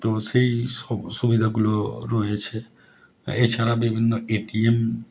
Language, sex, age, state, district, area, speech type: Bengali, male, 30-45, West Bengal, Howrah, urban, spontaneous